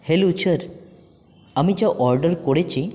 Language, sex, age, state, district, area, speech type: Bengali, male, 18-30, West Bengal, Jalpaiguri, rural, spontaneous